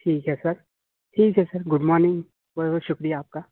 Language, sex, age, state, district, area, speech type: Urdu, male, 30-45, Uttar Pradesh, Muzaffarnagar, urban, conversation